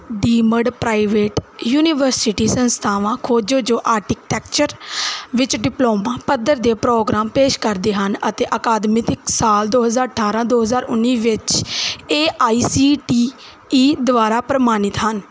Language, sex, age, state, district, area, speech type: Punjabi, female, 18-30, Punjab, Gurdaspur, rural, read